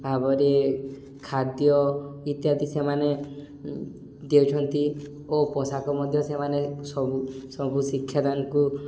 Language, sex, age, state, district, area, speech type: Odia, male, 18-30, Odisha, Subarnapur, urban, spontaneous